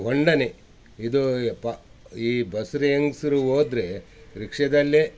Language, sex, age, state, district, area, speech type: Kannada, male, 60+, Karnataka, Udupi, rural, spontaneous